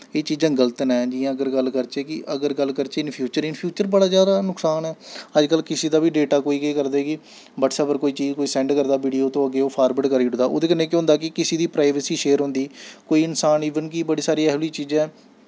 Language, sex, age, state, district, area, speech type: Dogri, male, 18-30, Jammu and Kashmir, Samba, rural, spontaneous